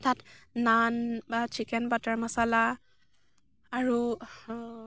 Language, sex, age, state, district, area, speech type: Assamese, female, 18-30, Assam, Dibrugarh, rural, spontaneous